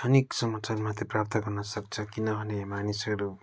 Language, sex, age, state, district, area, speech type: Nepali, male, 30-45, West Bengal, Darjeeling, rural, spontaneous